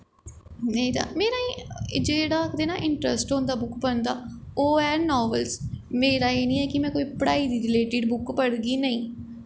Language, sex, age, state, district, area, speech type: Dogri, female, 18-30, Jammu and Kashmir, Jammu, urban, spontaneous